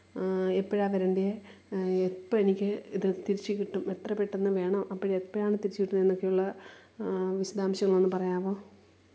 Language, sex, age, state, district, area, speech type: Malayalam, female, 30-45, Kerala, Kollam, rural, spontaneous